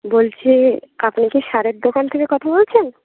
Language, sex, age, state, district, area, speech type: Bengali, female, 18-30, West Bengal, Uttar Dinajpur, urban, conversation